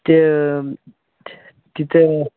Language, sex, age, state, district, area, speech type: Marathi, male, 18-30, Maharashtra, Nanded, rural, conversation